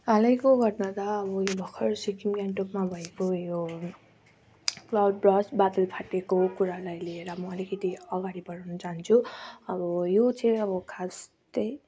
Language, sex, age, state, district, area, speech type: Nepali, female, 30-45, West Bengal, Darjeeling, rural, spontaneous